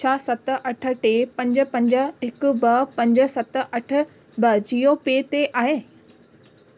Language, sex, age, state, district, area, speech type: Sindhi, female, 18-30, Rajasthan, Ajmer, rural, read